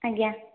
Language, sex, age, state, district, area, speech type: Odia, female, 18-30, Odisha, Puri, urban, conversation